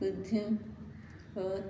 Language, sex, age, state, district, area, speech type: Punjabi, female, 60+, Punjab, Fazilka, rural, read